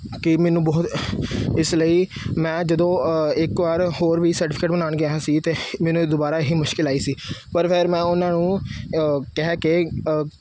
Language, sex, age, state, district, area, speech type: Punjabi, male, 30-45, Punjab, Amritsar, urban, spontaneous